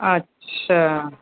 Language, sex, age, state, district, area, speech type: Gujarati, female, 45-60, Gujarat, Ahmedabad, urban, conversation